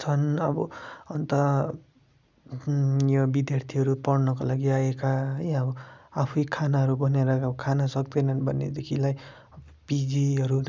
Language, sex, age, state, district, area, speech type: Nepali, male, 45-60, West Bengal, Darjeeling, rural, spontaneous